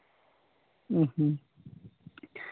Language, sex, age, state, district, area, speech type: Santali, male, 30-45, Jharkhand, Seraikela Kharsawan, rural, conversation